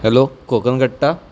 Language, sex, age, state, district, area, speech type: Marathi, male, 18-30, Maharashtra, Mumbai City, urban, spontaneous